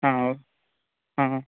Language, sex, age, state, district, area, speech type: Telugu, male, 18-30, Telangana, Sangareddy, urban, conversation